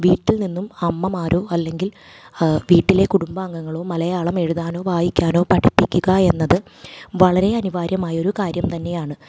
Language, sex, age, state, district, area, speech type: Malayalam, female, 30-45, Kerala, Thrissur, urban, spontaneous